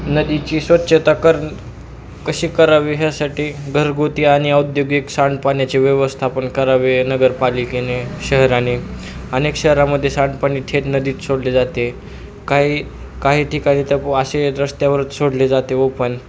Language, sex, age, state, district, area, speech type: Marathi, male, 18-30, Maharashtra, Osmanabad, rural, spontaneous